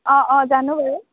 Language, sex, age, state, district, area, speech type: Assamese, female, 18-30, Assam, Sivasagar, urban, conversation